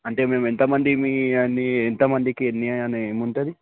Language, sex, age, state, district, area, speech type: Telugu, male, 18-30, Telangana, Vikarabad, urban, conversation